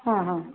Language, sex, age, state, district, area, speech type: Kannada, female, 45-60, Karnataka, Davanagere, rural, conversation